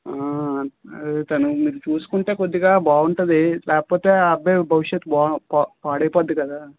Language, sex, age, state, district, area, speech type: Telugu, male, 30-45, Andhra Pradesh, Vizianagaram, rural, conversation